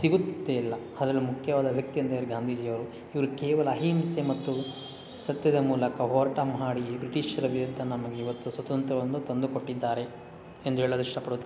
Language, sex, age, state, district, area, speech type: Kannada, male, 18-30, Karnataka, Kolar, rural, spontaneous